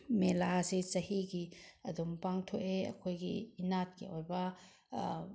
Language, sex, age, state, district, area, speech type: Manipuri, female, 60+, Manipur, Bishnupur, rural, spontaneous